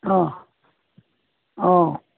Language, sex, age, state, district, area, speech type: Kannada, female, 60+, Karnataka, Bangalore Urban, rural, conversation